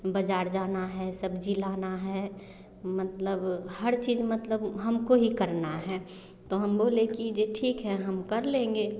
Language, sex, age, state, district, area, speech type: Hindi, female, 30-45, Bihar, Samastipur, rural, spontaneous